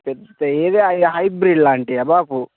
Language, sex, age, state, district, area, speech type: Telugu, male, 45-60, Telangana, Mancherial, rural, conversation